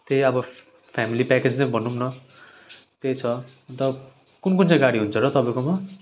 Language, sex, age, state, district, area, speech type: Nepali, male, 18-30, West Bengal, Darjeeling, rural, spontaneous